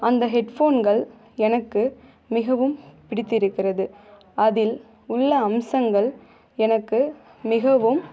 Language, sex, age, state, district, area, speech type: Tamil, female, 18-30, Tamil Nadu, Ariyalur, rural, spontaneous